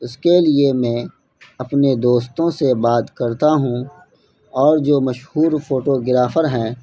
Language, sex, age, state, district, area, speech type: Urdu, male, 18-30, Bihar, Purnia, rural, spontaneous